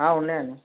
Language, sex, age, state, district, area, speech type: Telugu, male, 18-30, Telangana, Mahbubnagar, urban, conversation